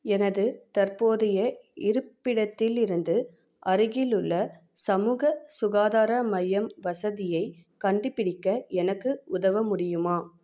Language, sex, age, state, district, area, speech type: Tamil, female, 18-30, Tamil Nadu, Vellore, urban, read